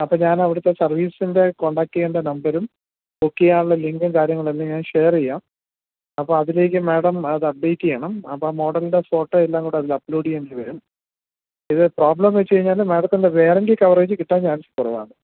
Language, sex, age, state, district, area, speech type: Malayalam, male, 30-45, Kerala, Thiruvananthapuram, urban, conversation